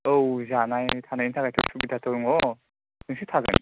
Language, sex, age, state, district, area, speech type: Bodo, male, 30-45, Assam, Kokrajhar, rural, conversation